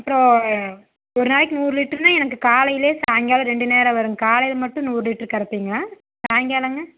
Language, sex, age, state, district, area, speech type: Tamil, female, 18-30, Tamil Nadu, Coimbatore, rural, conversation